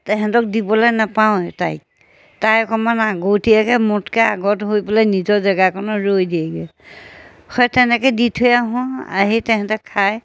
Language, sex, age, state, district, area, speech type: Assamese, female, 60+, Assam, Majuli, urban, spontaneous